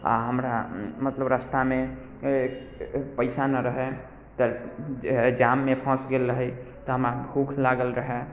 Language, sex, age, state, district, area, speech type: Maithili, male, 18-30, Bihar, Muzaffarpur, rural, spontaneous